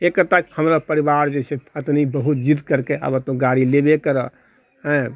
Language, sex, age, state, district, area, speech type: Maithili, male, 60+, Bihar, Purnia, rural, spontaneous